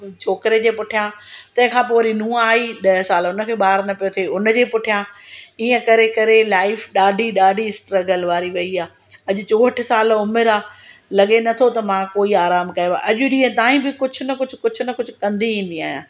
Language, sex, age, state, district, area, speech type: Sindhi, female, 60+, Gujarat, Surat, urban, spontaneous